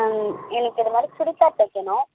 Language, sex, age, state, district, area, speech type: Tamil, female, 18-30, Tamil Nadu, Mayiladuthurai, rural, conversation